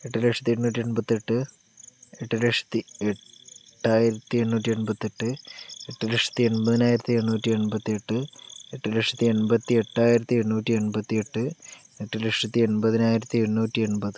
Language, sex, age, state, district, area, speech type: Malayalam, male, 45-60, Kerala, Palakkad, rural, spontaneous